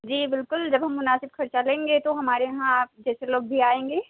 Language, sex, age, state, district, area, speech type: Urdu, female, 18-30, Delhi, South Delhi, urban, conversation